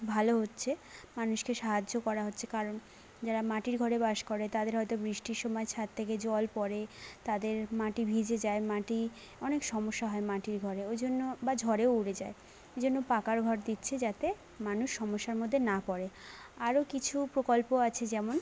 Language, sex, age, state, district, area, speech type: Bengali, female, 30-45, West Bengal, Jhargram, rural, spontaneous